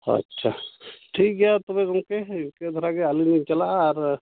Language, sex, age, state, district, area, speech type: Santali, male, 30-45, Jharkhand, Seraikela Kharsawan, rural, conversation